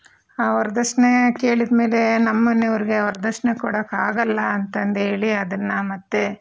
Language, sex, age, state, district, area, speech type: Kannada, female, 45-60, Karnataka, Chitradurga, rural, spontaneous